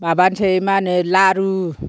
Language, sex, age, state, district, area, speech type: Bodo, female, 60+, Assam, Kokrajhar, urban, spontaneous